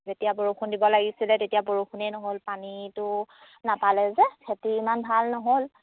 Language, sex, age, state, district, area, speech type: Assamese, female, 30-45, Assam, Sivasagar, rural, conversation